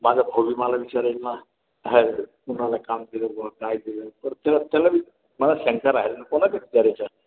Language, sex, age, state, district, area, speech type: Marathi, male, 60+, Maharashtra, Ahmednagar, urban, conversation